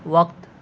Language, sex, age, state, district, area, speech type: Urdu, male, 18-30, Delhi, South Delhi, urban, read